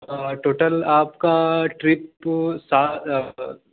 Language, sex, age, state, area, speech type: Urdu, male, 18-30, Uttar Pradesh, urban, conversation